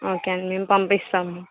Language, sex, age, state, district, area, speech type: Telugu, female, 18-30, Andhra Pradesh, Krishna, rural, conversation